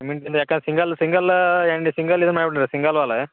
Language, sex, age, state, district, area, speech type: Kannada, male, 18-30, Karnataka, Dharwad, urban, conversation